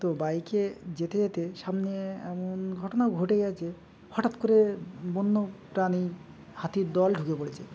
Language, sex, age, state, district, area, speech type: Bengali, male, 30-45, West Bengal, Uttar Dinajpur, urban, spontaneous